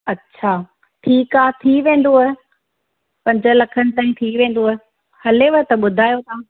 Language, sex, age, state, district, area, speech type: Sindhi, female, 30-45, Gujarat, Surat, urban, conversation